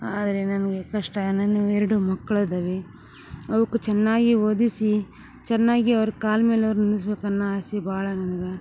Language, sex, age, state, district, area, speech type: Kannada, female, 30-45, Karnataka, Gadag, urban, spontaneous